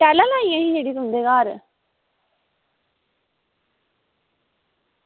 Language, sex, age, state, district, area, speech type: Dogri, female, 18-30, Jammu and Kashmir, Samba, rural, conversation